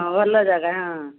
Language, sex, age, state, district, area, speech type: Odia, female, 60+, Odisha, Kendrapara, urban, conversation